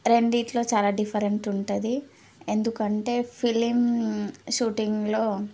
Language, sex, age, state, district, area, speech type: Telugu, female, 18-30, Telangana, Suryapet, urban, spontaneous